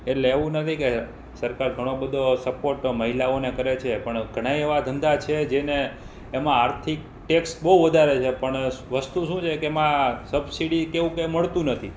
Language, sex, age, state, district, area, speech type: Gujarati, male, 30-45, Gujarat, Rajkot, urban, spontaneous